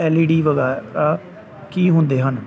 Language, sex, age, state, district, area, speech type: Punjabi, male, 30-45, Punjab, Gurdaspur, rural, spontaneous